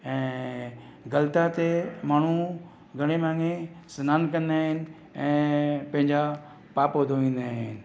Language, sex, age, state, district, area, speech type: Sindhi, male, 60+, Maharashtra, Mumbai City, urban, spontaneous